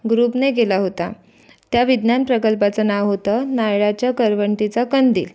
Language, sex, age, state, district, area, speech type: Marathi, female, 18-30, Maharashtra, Raigad, rural, spontaneous